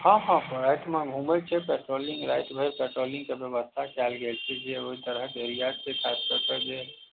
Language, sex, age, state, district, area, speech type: Maithili, male, 30-45, Bihar, Muzaffarpur, urban, conversation